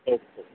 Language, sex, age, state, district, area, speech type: Odia, male, 45-60, Odisha, Sundergarh, rural, conversation